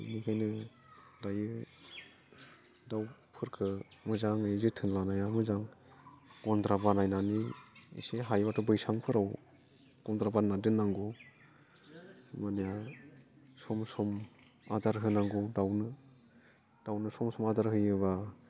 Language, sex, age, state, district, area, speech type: Bodo, male, 45-60, Assam, Udalguri, rural, spontaneous